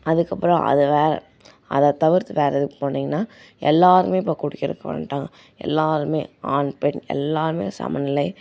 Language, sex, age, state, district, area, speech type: Tamil, female, 18-30, Tamil Nadu, Coimbatore, rural, spontaneous